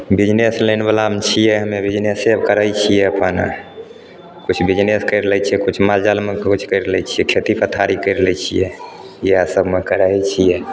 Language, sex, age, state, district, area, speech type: Maithili, male, 30-45, Bihar, Begusarai, rural, spontaneous